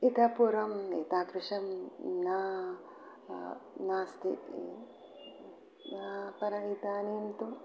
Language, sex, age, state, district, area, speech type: Sanskrit, female, 60+, Telangana, Peddapalli, urban, spontaneous